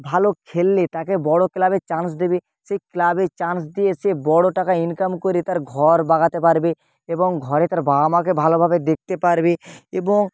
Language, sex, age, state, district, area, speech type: Bengali, male, 30-45, West Bengal, Nadia, rural, spontaneous